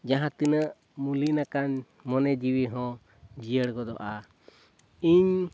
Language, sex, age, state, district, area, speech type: Santali, male, 30-45, Jharkhand, Seraikela Kharsawan, rural, spontaneous